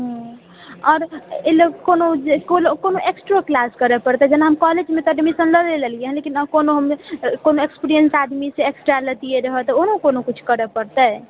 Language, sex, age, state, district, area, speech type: Maithili, female, 30-45, Bihar, Purnia, urban, conversation